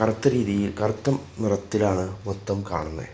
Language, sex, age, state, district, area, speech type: Malayalam, male, 18-30, Kerala, Thrissur, urban, spontaneous